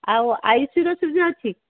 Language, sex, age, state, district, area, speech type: Odia, female, 18-30, Odisha, Jajpur, rural, conversation